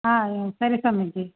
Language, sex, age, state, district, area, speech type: Kannada, female, 30-45, Karnataka, Chitradurga, urban, conversation